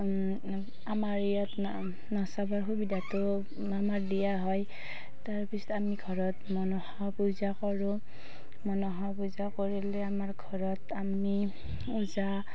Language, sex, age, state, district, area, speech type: Assamese, female, 30-45, Assam, Darrang, rural, spontaneous